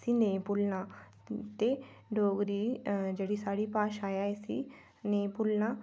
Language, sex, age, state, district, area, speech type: Dogri, female, 18-30, Jammu and Kashmir, Udhampur, rural, spontaneous